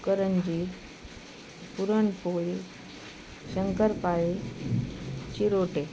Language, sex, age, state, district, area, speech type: Marathi, female, 60+, Maharashtra, Osmanabad, rural, spontaneous